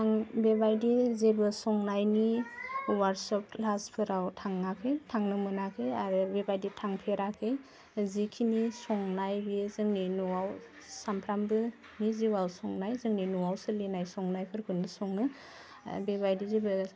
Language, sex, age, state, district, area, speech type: Bodo, female, 18-30, Assam, Udalguri, urban, spontaneous